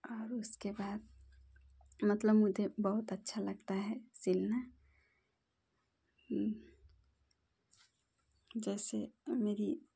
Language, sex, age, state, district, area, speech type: Hindi, female, 30-45, Uttar Pradesh, Ghazipur, rural, spontaneous